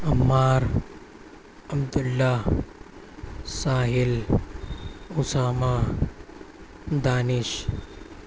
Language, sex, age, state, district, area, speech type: Urdu, male, 18-30, Maharashtra, Nashik, urban, spontaneous